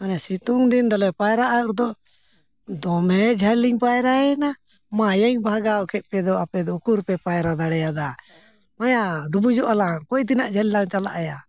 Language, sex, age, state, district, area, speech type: Santali, male, 60+, Jharkhand, Bokaro, rural, spontaneous